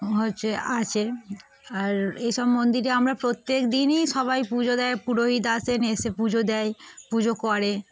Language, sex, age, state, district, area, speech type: Bengali, female, 18-30, West Bengal, Darjeeling, urban, spontaneous